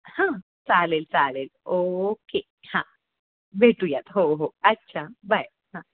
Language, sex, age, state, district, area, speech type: Marathi, female, 30-45, Maharashtra, Kolhapur, urban, conversation